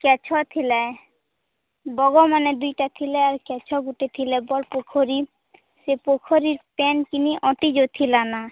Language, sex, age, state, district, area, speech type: Odia, female, 18-30, Odisha, Nuapada, urban, conversation